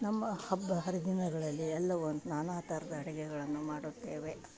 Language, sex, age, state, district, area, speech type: Kannada, female, 60+, Karnataka, Gadag, rural, spontaneous